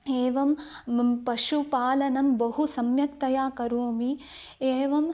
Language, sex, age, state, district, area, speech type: Sanskrit, female, 18-30, Karnataka, Chikkamagaluru, rural, spontaneous